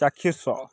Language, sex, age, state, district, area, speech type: Odia, male, 18-30, Odisha, Kalahandi, rural, read